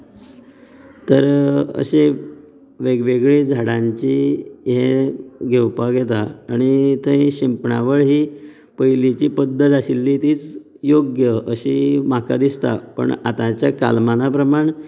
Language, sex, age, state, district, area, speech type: Goan Konkani, male, 30-45, Goa, Canacona, rural, spontaneous